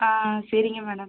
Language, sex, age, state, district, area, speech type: Tamil, female, 30-45, Tamil Nadu, Pudukkottai, rural, conversation